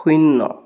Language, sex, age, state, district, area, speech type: Assamese, male, 18-30, Assam, Biswanath, rural, read